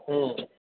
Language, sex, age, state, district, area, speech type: Gujarati, male, 18-30, Gujarat, Ahmedabad, urban, conversation